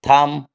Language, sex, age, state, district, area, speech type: Bengali, male, 60+, West Bengal, Purulia, rural, read